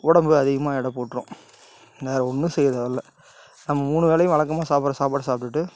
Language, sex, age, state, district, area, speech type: Tamil, male, 30-45, Tamil Nadu, Tiruchirappalli, rural, spontaneous